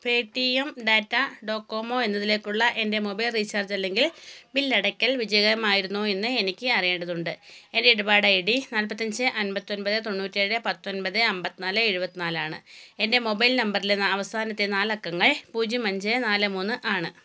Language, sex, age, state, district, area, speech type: Malayalam, female, 45-60, Kerala, Wayanad, rural, read